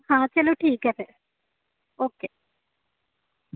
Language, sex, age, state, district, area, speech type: Dogri, female, 18-30, Jammu and Kashmir, Reasi, rural, conversation